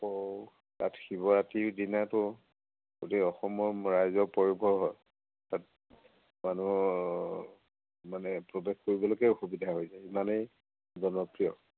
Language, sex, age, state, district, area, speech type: Assamese, male, 60+, Assam, Majuli, urban, conversation